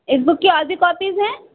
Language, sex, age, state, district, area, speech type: Urdu, female, 30-45, Delhi, East Delhi, urban, conversation